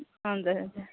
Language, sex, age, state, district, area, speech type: Nepali, female, 18-30, West Bengal, Kalimpong, rural, conversation